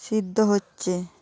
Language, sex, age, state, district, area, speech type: Bengali, female, 45-60, West Bengal, Hooghly, urban, read